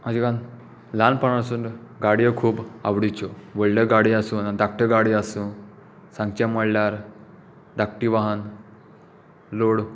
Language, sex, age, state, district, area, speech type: Goan Konkani, male, 18-30, Goa, Tiswadi, rural, spontaneous